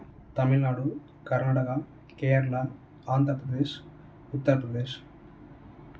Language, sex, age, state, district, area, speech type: Tamil, male, 18-30, Tamil Nadu, Tiruvannamalai, urban, spontaneous